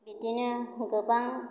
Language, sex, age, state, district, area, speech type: Bodo, female, 30-45, Assam, Chirang, urban, spontaneous